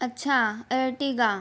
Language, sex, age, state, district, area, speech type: Sindhi, female, 18-30, Maharashtra, Mumbai Suburban, urban, spontaneous